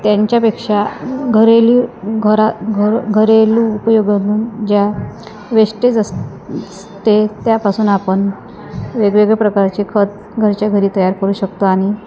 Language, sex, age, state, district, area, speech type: Marathi, female, 30-45, Maharashtra, Wardha, rural, spontaneous